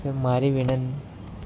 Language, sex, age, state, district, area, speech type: Gujarati, male, 18-30, Gujarat, Kheda, rural, spontaneous